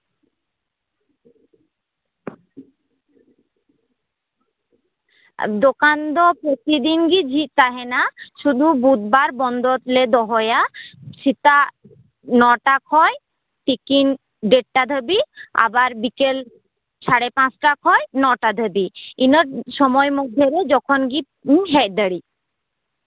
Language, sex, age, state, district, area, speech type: Santali, female, 30-45, West Bengal, Birbhum, rural, conversation